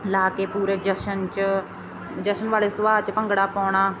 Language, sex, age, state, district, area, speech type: Punjabi, female, 30-45, Punjab, Mansa, rural, spontaneous